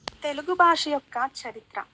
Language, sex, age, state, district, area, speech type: Telugu, female, 18-30, Telangana, Bhadradri Kothagudem, rural, spontaneous